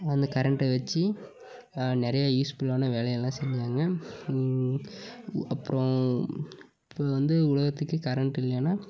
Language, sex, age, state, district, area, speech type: Tamil, male, 18-30, Tamil Nadu, Dharmapuri, urban, spontaneous